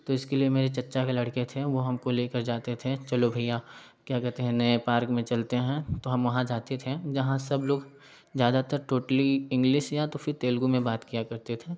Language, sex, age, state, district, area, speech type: Hindi, male, 18-30, Uttar Pradesh, Prayagraj, urban, spontaneous